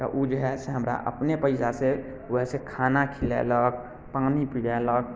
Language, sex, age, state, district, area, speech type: Maithili, male, 18-30, Bihar, Muzaffarpur, rural, spontaneous